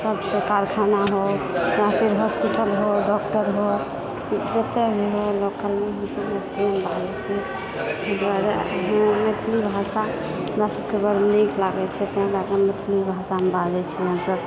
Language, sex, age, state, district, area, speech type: Maithili, female, 45-60, Bihar, Purnia, rural, spontaneous